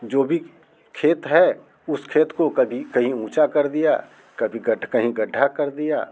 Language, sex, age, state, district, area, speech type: Hindi, male, 45-60, Bihar, Muzaffarpur, rural, spontaneous